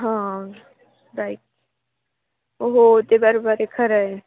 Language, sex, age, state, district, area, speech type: Marathi, female, 18-30, Maharashtra, Nashik, urban, conversation